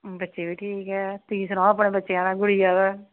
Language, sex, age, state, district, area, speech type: Punjabi, female, 30-45, Punjab, Pathankot, rural, conversation